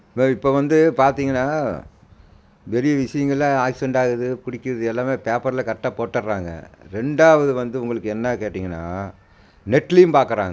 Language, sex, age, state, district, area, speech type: Tamil, male, 45-60, Tamil Nadu, Coimbatore, rural, spontaneous